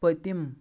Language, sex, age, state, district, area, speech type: Kashmiri, male, 18-30, Jammu and Kashmir, Anantnag, rural, read